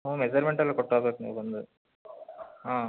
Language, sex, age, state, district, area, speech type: Kannada, male, 30-45, Karnataka, Hassan, urban, conversation